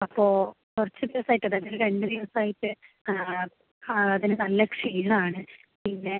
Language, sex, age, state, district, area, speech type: Malayalam, female, 18-30, Kerala, Thrissur, rural, conversation